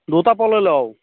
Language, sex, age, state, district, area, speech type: Assamese, male, 30-45, Assam, Darrang, rural, conversation